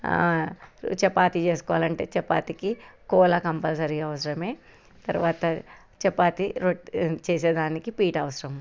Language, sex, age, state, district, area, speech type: Telugu, female, 30-45, Telangana, Hyderabad, urban, spontaneous